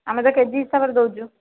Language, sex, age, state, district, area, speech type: Odia, female, 45-60, Odisha, Bhadrak, rural, conversation